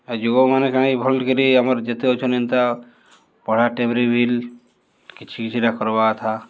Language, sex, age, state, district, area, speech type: Odia, male, 45-60, Odisha, Balangir, urban, spontaneous